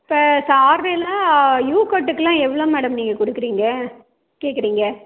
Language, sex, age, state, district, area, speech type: Tamil, female, 30-45, Tamil Nadu, Salem, rural, conversation